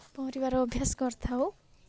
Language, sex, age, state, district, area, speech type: Odia, female, 18-30, Odisha, Nabarangpur, urban, spontaneous